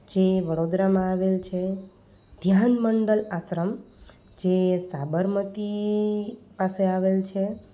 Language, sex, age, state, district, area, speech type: Gujarati, female, 30-45, Gujarat, Rajkot, urban, spontaneous